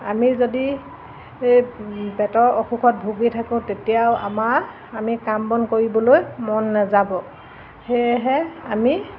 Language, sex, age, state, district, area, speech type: Assamese, female, 45-60, Assam, Golaghat, urban, spontaneous